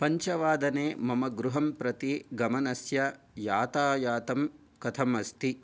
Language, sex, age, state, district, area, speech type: Sanskrit, male, 45-60, Karnataka, Bangalore Urban, urban, read